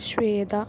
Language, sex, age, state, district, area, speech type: Malayalam, female, 18-30, Kerala, Palakkad, rural, spontaneous